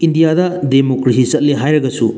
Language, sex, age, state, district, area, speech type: Manipuri, male, 30-45, Manipur, Thoubal, rural, spontaneous